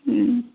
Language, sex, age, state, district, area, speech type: Odia, female, 30-45, Odisha, Sundergarh, urban, conversation